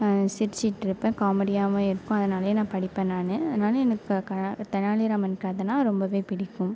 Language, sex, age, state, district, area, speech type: Tamil, female, 18-30, Tamil Nadu, Mayiladuthurai, urban, spontaneous